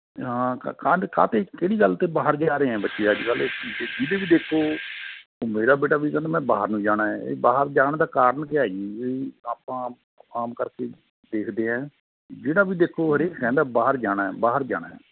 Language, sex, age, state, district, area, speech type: Punjabi, male, 60+, Punjab, Mohali, urban, conversation